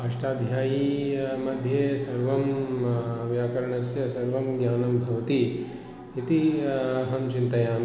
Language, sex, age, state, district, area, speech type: Sanskrit, male, 45-60, Kerala, Palakkad, urban, spontaneous